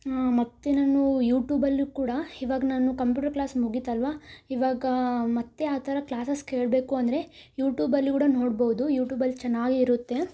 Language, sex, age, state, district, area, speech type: Kannada, female, 18-30, Karnataka, Tumkur, rural, spontaneous